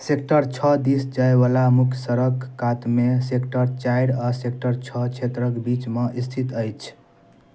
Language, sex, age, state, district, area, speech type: Maithili, male, 18-30, Bihar, Darbhanga, rural, read